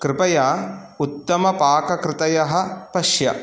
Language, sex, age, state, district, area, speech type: Sanskrit, male, 30-45, Karnataka, Udupi, urban, read